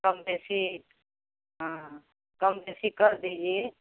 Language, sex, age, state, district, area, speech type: Hindi, female, 60+, Uttar Pradesh, Mau, rural, conversation